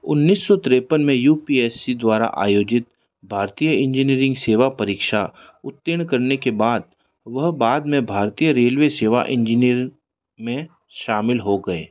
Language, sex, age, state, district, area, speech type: Hindi, male, 30-45, Rajasthan, Jodhpur, urban, read